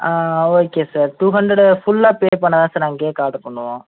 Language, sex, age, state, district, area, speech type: Tamil, male, 18-30, Tamil Nadu, Ariyalur, rural, conversation